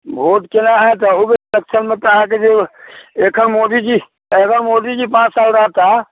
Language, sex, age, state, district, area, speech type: Maithili, male, 60+, Bihar, Muzaffarpur, urban, conversation